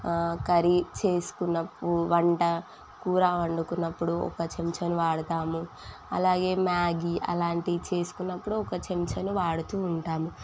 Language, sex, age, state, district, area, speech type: Telugu, female, 18-30, Telangana, Sangareddy, urban, spontaneous